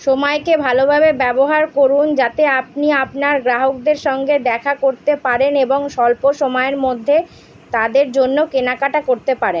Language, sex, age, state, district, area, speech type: Bengali, female, 30-45, West Bengal, Kolkata, urban, read